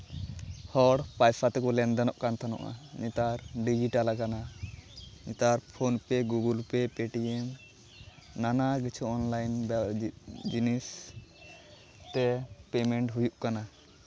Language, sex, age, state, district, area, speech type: Santali, male, 18-30, West Bengal, Malda, rural, spontaneous